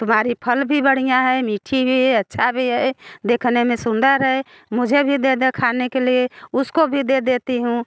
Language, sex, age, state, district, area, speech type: Hindi, female, 60+, Uttar Pradesh, Bhadohi, rural, spontaneous